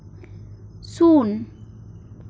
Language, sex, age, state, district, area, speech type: Santali, female, 18-30, West Bengal, Bankura, rural, read